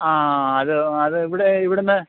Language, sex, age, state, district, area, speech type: Malayalam, male, 45-60, Kerala, Alappuzha, urban, conversation